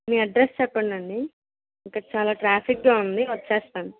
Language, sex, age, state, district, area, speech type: Telugu, female, 18-30, Andhra Pradesh, Krishna, rural, conversation